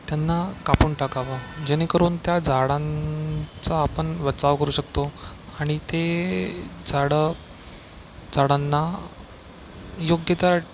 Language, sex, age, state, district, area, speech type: Marathi, male, 45-60, Maharashtra, Nagpur, urban, spontaneous